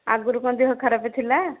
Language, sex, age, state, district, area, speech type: Odia, female, 45-60, Odisha, Nayagarh, rural, conversation